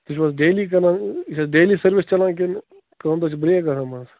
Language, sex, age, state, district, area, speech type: Kashmiri, male, 30-45, Jammu and Kashmir, Bandipora, rural, conversation